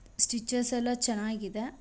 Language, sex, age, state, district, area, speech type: Kannada, female, 18-30, Karnataka, Tumkur, urban, spontaneous